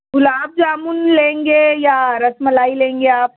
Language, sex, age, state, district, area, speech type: Urdu, female, 30-45, Maharashtra, Nashik, urban, conversation